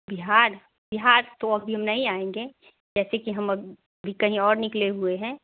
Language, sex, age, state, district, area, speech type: Hindi, female, 45-60, Bihar, Darbhanga, rural, conversation